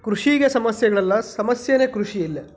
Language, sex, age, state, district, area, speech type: Kannada, male, 45-60, Karnataka, Chikkaballapur, rural, spontaneous